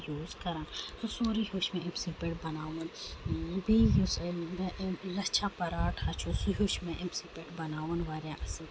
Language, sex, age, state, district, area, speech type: Kashmiri, female, 18-30, Jammu and Kashmir, Ganderbal, rural, spontaneous